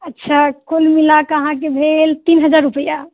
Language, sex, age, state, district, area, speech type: Maithili, female, 18-30, Bihar, Muzaffarpur, urban, conversation